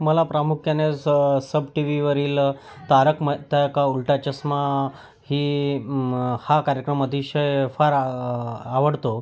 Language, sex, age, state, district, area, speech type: Marathi, male, 30-45, Maharashtra, Yavatmal, rural, spontaneous